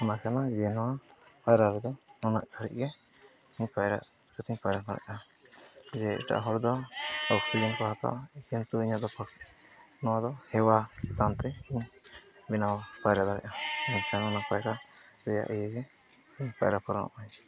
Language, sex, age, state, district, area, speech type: Santali, male, 30-45, Jharkhand, East Singhbhum, rural, spontaneous